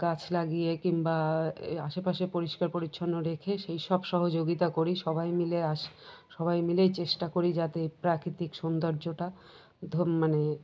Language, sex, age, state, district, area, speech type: Bengali, female, 30-45, West Bengal, Birbhum, urban, spontaneous